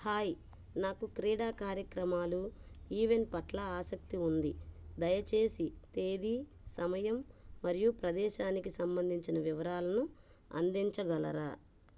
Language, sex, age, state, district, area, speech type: Telugu, female, 30-45, Andhra Pradesh, Bapatla, urban, read